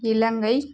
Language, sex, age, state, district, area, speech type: Tamil, female, 18-30, Tamil Nadu, Dharmapuri, rural, spontaneous